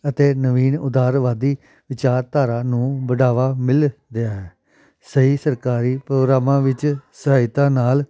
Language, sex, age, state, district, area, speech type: Punjabi, male, 30-45, Punjab, Amritsar, urban, spontaneous